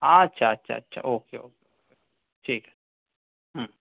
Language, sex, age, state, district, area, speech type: Bengali, male, 45-60, West Bengal, North 24 Parganas, urban, conversation